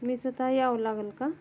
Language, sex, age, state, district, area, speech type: Marathi, female, 30-45, Maharashtra, Osmanabad, rural, spontaneous